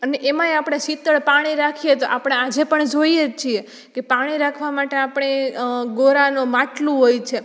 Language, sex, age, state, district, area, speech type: Gujarati, female, 18-30, Gujarat, Rajkot, urban, spontaneous